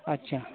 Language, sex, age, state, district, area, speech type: Assamese, male, 30-45, Assam, Golaghat, rural, conversation